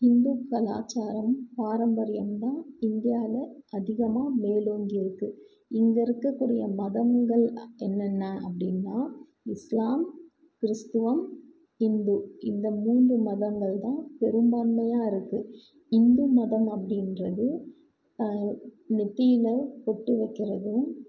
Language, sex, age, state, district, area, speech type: Tamil, female, 18-30, Tamil Nadu, Krishnagiri, rural, spontaneous